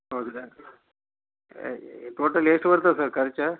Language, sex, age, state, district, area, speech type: Kannada, male, 45-60, Karnataka, Gulbarga, urban, conversation